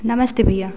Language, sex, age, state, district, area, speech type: Hindi, female, 18-30, Madhya Pradesh, Narsinghpur, rural, spontaneous